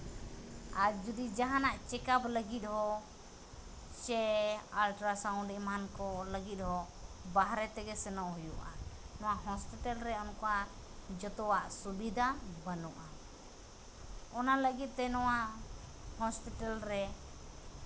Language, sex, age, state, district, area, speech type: Santali, female, 30-45, Jharkhand, Seraikela Kharsawan, rural, spontaneous